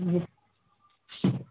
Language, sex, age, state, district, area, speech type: Urdu, female, 30-45, Bihar, Gaya, urban, conversation